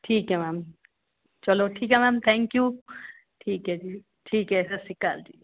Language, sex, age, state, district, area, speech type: Punjabi, female, 30-45, Punjab, Rupnagar, urban, conversation